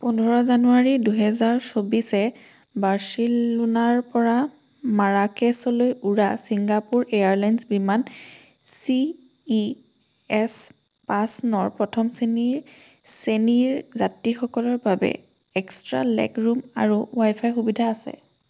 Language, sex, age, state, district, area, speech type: Assamese, female, 18-30, Assam, Majuli, urban, read